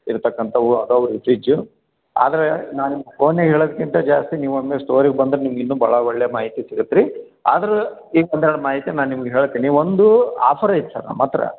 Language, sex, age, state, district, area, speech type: Kannada, male, 45-60, Karnataka, Koppal, rural, conversation